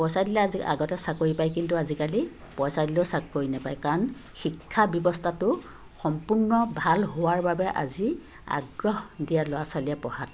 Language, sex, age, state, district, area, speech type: Assamese, female, 45-60, Assam, Sivasagar, urban, spontaneous